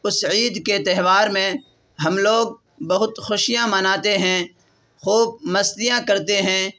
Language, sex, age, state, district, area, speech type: Urdu, male, 18-30, Bihar, Purnia, rural, spontaneous